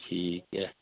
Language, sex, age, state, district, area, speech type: Dogri, male, 60+, Jammu and Kashmir, Udhampur, rural, conversation